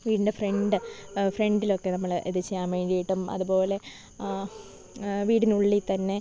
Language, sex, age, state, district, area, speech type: Malayalam, female, 18-30, Kerala, Thiruvananthapuram, rural, spontaneous